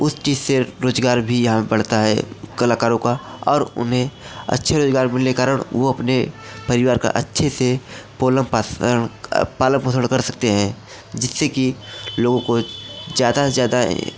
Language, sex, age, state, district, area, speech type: Hindi, male, 18-30, Uttar Pradesh, Mirzapur, rural, spontaneous